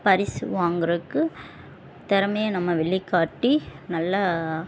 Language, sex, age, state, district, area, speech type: Tamil, female, 18-30, Tamil Nadu, Madurai, urban, spontaneous